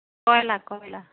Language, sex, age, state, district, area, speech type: Assamese, female, 30-45, Assam, Majuli, urban, conversation